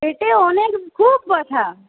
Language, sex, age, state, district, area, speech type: Bengali, female, 30-45, West Bengal, Purulia, urban, conversation